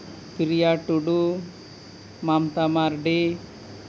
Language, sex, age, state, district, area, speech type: Santali, male, 30-45, Jharkhand, Seraikela Kharsawan, rural, spontaneous